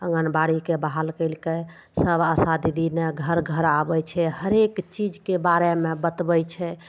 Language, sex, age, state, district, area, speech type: Maithili, female, 45-60, Bihar, Begusarai, urban, spontaneous